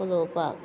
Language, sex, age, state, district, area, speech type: Goan Konkani, female, 45-60, Goa, Quepem, rural, spontaneous